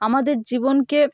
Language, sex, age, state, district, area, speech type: Bengali, female, 18-30, West Bengal, North 24 Parganas, rural, spontaneous